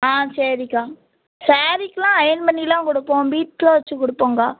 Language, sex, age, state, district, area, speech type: Tamil, female, 18-30, Tamil Nadu, Thoothukudi, rural, conversation